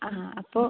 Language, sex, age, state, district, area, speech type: Malayalam, female, 18-30, Kerala, Malappuram, rural, conversation